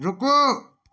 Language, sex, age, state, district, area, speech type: Maithili, male, 30-45, Bihar, Darbhanga, urban, read